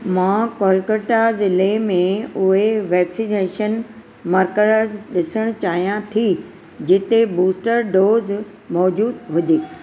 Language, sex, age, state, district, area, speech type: Sindhi, female, 60+, Maharashtra, Thane, urban, read